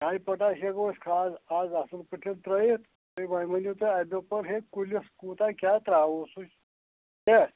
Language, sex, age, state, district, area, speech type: Kashmiri, male, 45-60, Jammu and Kashmir, Anantnag, rural, conversation